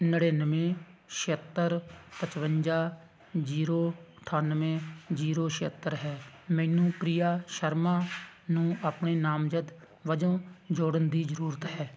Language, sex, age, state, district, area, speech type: Punjabi, male, 45-60, Punjab, Hoshiarpur, rural, read